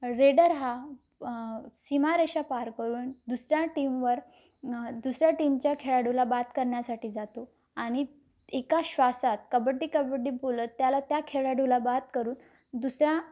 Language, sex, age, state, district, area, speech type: Marathi, female, 18-30, Maharashtra, Amravati, rural, spontaneous